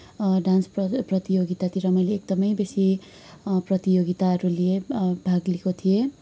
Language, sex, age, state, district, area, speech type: Nepali, female, 18-30, West Bengal, Kalimpong, rural, spontaneous